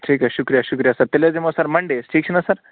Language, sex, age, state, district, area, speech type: Kashmiri, male, 18-30, Jammu and Kashmir, Bandipora, rural, conversation